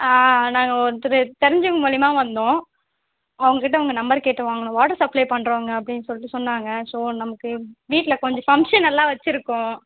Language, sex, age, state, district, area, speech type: Tamil, female, 18-30, Tamil Nadu, Ranipet, rural, conversation